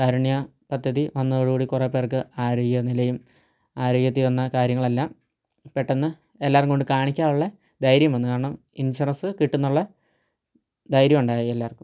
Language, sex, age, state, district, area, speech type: Malayalam, male, 18-30, Kerala, Kottayam, rural, spontaneous